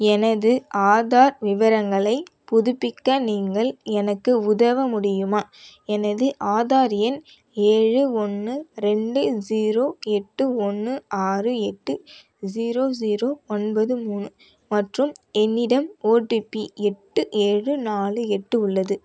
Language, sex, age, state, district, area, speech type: Tamil, female, 18-30, Tamil Nadu, Vellore, urban, read